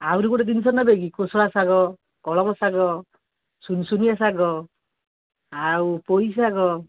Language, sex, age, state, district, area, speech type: Odia, female, 45-60, Odisha, Angul, rural, conversation